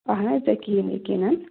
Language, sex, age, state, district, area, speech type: Kashmiri, female, 18-30, Jammu and Kashmir, Budgam, rural, conversation